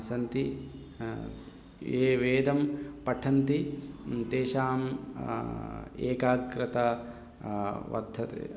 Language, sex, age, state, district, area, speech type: Sanskrit, male, 30-45, Telangana, Hyderabad, urban, spontaneous